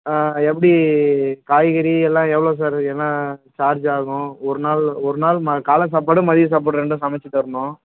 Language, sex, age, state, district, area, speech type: Tamil, male, 18-30, Tamil Nadu, Perambalur, urban, conversation